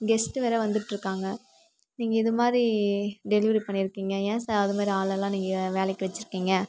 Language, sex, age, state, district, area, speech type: Tamil, female, 18-30, Tamil Nadu, Kallakurichi, urban, spontaneous